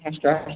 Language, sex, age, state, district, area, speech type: Hindi, male, 18-30, Uttar Pradesh, Mau, rural, conversation